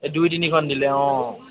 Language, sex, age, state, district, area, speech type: Assamese, male, 18-30, Assam, Dibrugarh, urban, conversation